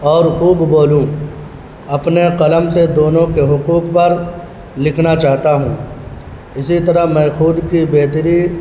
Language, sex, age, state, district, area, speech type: Urdu, male, 18-30, Bihar, Purnia, rural, spontaneous